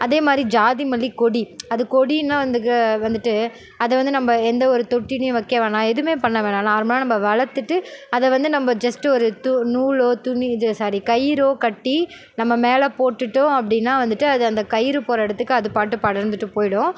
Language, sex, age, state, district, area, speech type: Tamil, female, 30-45, Tamil Nadu, Perambalur, rural, spontaneous